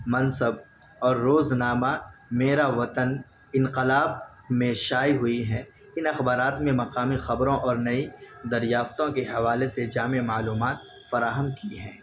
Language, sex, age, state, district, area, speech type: Urdu, male, 18-30, Delhi, North West Delhi, urban, spontaneous